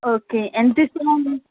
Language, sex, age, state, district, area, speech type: Telugu, female, 18-30, Telangana, Medchal, urban, conversation